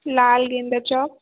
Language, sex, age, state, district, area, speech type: Hindi, female, 18-30, Madhya Pradesh, Betul, urban, conversation